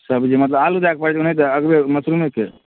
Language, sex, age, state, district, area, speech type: Maithili, male, 18-30, Bihar, Darbhanga, rural, conversation